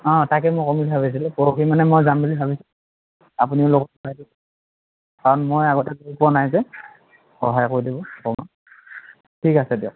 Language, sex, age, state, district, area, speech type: Assamese, male, 45-60, Assam, Dhemaji, rural, conversation